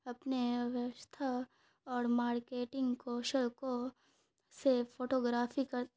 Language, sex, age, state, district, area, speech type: Urdu, female, 18-30, Bihar, Khagaria, rural, spontaneous